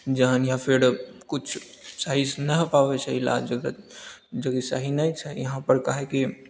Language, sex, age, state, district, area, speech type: Maithili, male, 18-30, Bihar, Begusarai, rural, spontaneous